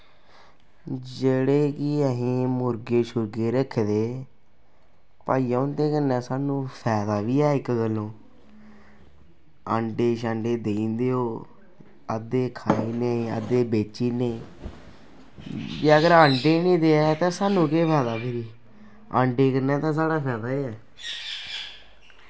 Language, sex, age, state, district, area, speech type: Dogri, male, 18-30, Jammu and Kashmir, Kathua, rural, spontaneous